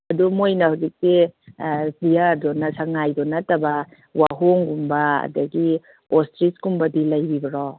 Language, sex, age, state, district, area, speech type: Manipuri, female, 45-60, Manipur, Kakching, rural, conversation